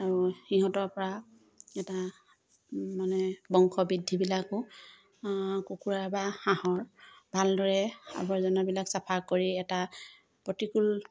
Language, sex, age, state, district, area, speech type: Assamese, female, 30-45, Assam, Sivasagar, rural, spontaneous